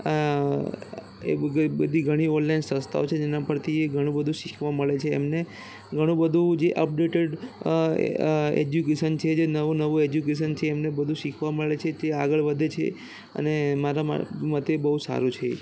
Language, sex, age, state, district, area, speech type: Gujarati, male, 18-30, Gujarat, Aravalli, urban, spontaneous